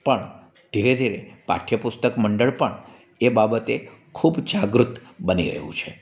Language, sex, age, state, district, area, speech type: Gujarati, male, 45-60, Gujarat, Amreli, urban, spontaneous